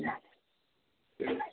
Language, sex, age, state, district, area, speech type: Tamil, male, 18-30, Tamil Nadu, Kallakurichi, urban, conversation